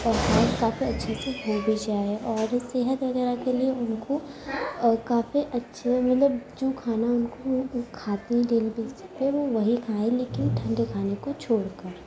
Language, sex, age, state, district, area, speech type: Urdu, female, 18-30, Uttar Pradesh, Ghaziabad, urban, spontaneous